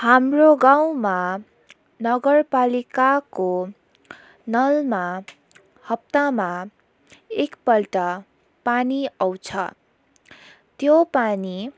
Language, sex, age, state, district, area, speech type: Nepali, female, 18-30, West Bengal, Darjeeling, rural, spontaneous